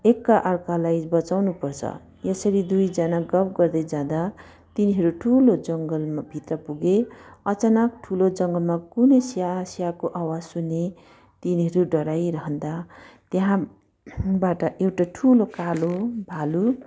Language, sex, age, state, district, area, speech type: Nepali, female, 45-60, West Bengal, Darjeeling, rural, spontaneous